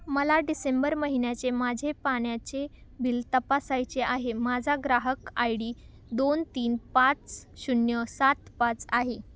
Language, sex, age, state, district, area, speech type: Marathi, female, 18-30, Maharashtra, Ahmednagar, rural, read